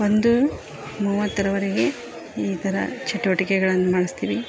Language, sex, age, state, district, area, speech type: Kannada, female, 45-60, Karnataka, Koppal, urban, spontaneous